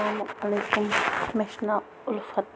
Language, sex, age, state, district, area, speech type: Kashmiri, female, 30-45, Jammu and Kashmir, Bandipora, rural, spontaneous